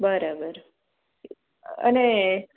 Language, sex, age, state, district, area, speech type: Gujarati, female, 30-45, Gujarat, Anand, urban, conversation